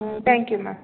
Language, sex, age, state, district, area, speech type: Tamil, female, 18-30, Tamil Nadu, Nilgiris, rural, conversation